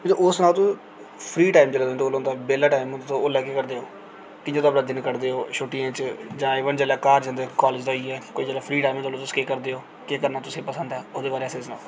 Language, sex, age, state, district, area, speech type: Dogri, female, 18-30, Jammu and Kashmir, Jammu, rural, spontaneous